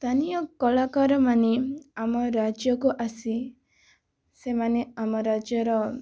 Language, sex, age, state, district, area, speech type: Odia, female, 18-30, Odisha, Kalahandi, rural, spontaneous